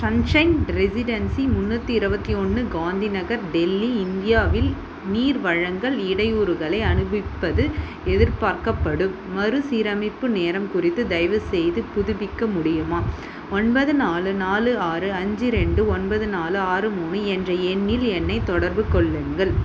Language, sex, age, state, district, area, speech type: Tamil, female, 30-45, Tamil Nadu, Vellore, urban, read